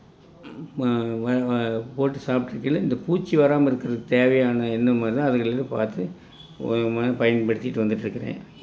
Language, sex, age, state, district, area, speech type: Tamil, male, 60+, Tamil Nadu, Tiruppur, rural, spontaneous